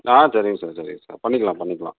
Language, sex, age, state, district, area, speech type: Tamil, male, 60+, Tamil Nadu, Sivaganga, urban, conversation